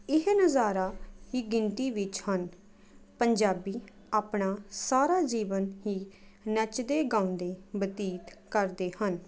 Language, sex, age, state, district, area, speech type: Punjabi, female, 18-30, Punjab, Jalandhar, urban, spontaneous